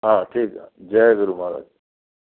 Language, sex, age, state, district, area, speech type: Sindhi, male, 60+, Gujarat, Kutch, rural, conversation